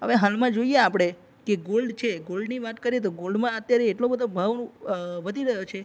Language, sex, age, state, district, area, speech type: Gujarati, male, 30-45, Gujarat, Narmada, urban, spontaneous